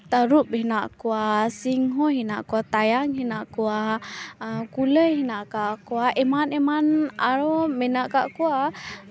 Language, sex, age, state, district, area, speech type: Santali, female, 18-30, West Bengal, Purba Bardhaman, rural, spontaneous